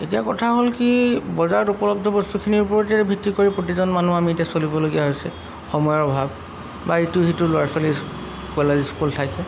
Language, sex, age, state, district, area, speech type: Assamese, male, 45-60, Assam, Golaghat, urban, spontaneous